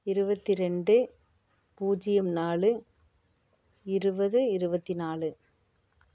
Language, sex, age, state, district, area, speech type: Tamil, female, 30-45, Tamil Nadu, Tiruppur, rural, spontaneous